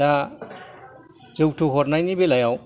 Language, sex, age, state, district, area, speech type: Bodo, male, 60+, Assam, Kokrajhar, rural, spontaneous